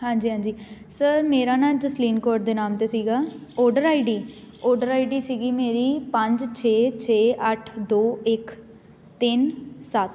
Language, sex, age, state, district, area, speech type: Punjabi, female, 18-30, Punjab, Amritsar, urban, spontaneous